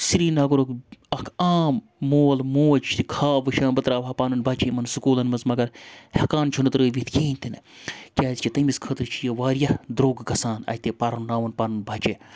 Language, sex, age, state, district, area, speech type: Kashmiri, male, 30-45, Jammu and Kashmir, Srinagar, urban, spontaneous